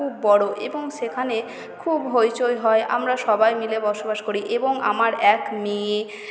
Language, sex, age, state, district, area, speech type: Bengali, female, 30-45, West Bengal, Purba Bardhaman, urban, spontaneous